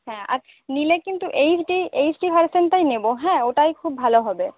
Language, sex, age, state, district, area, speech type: Bengali, female, 18-30, West Bengal, Paschim Medinipur, rural, conversation